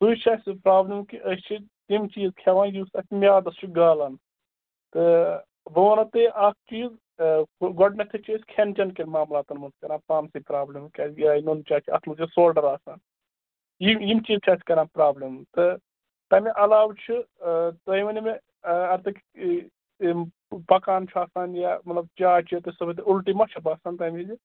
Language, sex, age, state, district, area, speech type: Kashmiri, male, 18-30, Jammu and Kashmir, Budgam, rural, conversation